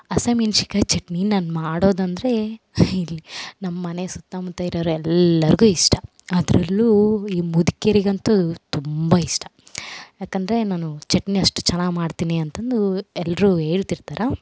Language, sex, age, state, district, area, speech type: Kannada, female, 18-30, Karnataka, Vijayanagara, rural, spontaneous